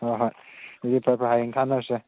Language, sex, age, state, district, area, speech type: Manipuri, male, 18-30, Manipur, Chandel, rural, conversation